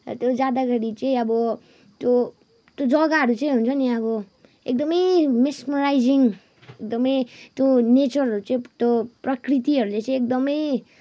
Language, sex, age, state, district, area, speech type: Nepali, female, 18-30, West Bengal, Kalimpong, rural, spontaneous